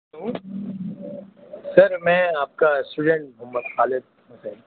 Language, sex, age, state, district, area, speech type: Urdu, male, 30-45, Telangana, Hyderabad, urban, conversation